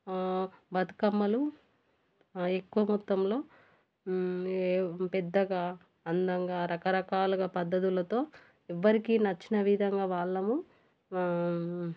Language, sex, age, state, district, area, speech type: Telugu, female, 30-45, Telangana, Warangal, rural, spontaneous